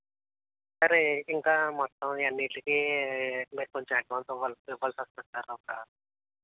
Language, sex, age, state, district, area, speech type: Telugu, male, 30-45, Andhra Pradesh, East Godavari, urban, conversation